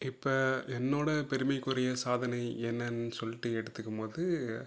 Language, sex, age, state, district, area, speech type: Tamil, male, 18-30, Tamil Nadu, Nagapattinam, urban, spontaneous